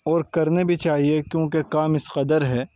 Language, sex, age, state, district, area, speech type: Urdu, male, 30-45, Uttar Pradesh, Saharanpur, urban, spontaneous